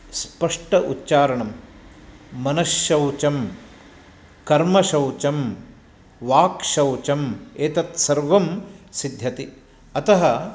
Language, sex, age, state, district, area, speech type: Sanskrit, male, 45-60, Karnataka, Uttara Kannada, rural, spontaneous